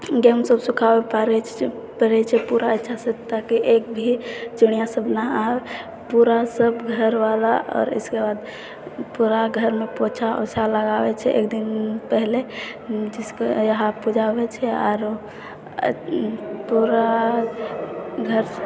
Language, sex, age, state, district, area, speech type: Maithili, female, 18-30, Bihar, Purnia, rural, spontaneous